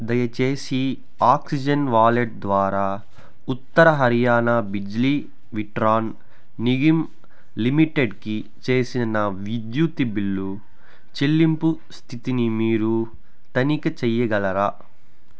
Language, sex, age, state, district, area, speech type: Telugu, male, 18-30, Andhra Pradesh, Sri Balaji, rural, read